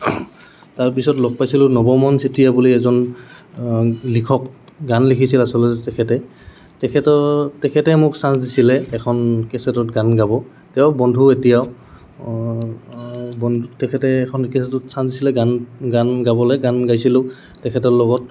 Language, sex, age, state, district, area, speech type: Assamese, male, 18-30, Assam, Goalpara, urban, spontaneous